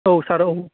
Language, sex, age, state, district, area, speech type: Bodo, male, 18-30, Assam, Baksa, rural, conversation